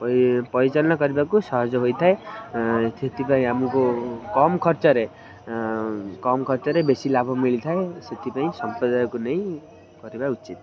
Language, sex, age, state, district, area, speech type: Odia, male, 18-30, Odisha, Kendrapara, urban, spontaneous